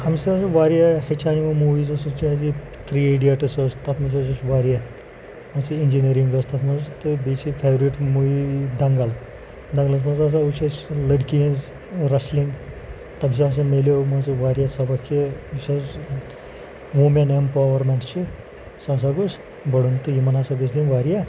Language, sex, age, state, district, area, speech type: Kashmiri, male, 30-45, Jammu and Kashmir, Pulwama, rural, spontaneous